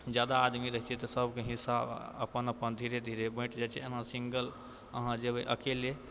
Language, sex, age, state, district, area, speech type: Maithili, male, 60+, Bihar, Purnia, urban, spontaneous